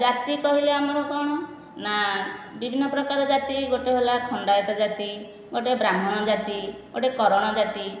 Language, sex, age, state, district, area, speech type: Odia, female, 60+, Odisha, Khordha, rural, spontaneous